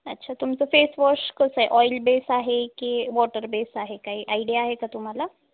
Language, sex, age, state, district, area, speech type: Marathi, female, 18-30, Maharashtra, Osmanabad, rural, conversation